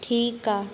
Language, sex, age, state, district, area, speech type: Sindhi, female, 30-45, Maharashtra, Thane, urban, spontaneous